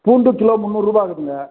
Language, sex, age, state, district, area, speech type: Tamil, male, 45-60, Tamil Nadu, Dharmapuri, rural, conversation